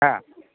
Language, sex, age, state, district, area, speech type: Bengali, male, 30-45, West Bengal, Paschim Bardhaman, urban, conversation